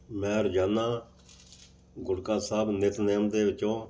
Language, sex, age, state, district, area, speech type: Punjabi, male, 60+, Punjab, Amritsar, urban, spontaneous